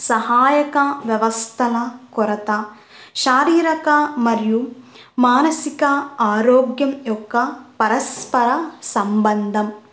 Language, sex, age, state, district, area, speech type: Telugu, female, 18-30, Andhra Pradesh, Kurnool, rural, spontaneous